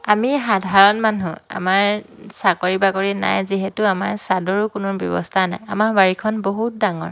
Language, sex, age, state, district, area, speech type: Assamese, female, 30-45, Assam, Dhemaji, rural, spontaneous